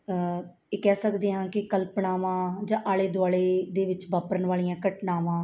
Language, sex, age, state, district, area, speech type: Punjabi, female, 45-60, Punjab, Mansa, urban, spontaneous